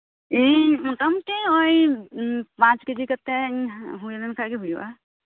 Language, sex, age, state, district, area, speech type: Santali, female, 30-45, West Bengal, Birbhum, rural, conversation